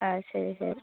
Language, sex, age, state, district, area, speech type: Malayalam, female, 18-30, Kerala, Kasaragod, rural, conversation